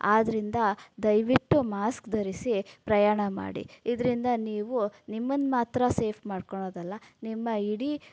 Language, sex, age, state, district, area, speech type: Kannada, female, 30-45, Karnataka, Shimoga, rural, spontaneous